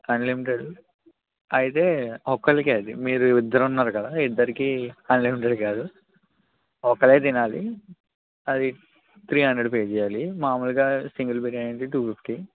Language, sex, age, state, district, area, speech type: Telugu, male, 30-45, Andhra Pradesh, Eluru, rural, conversation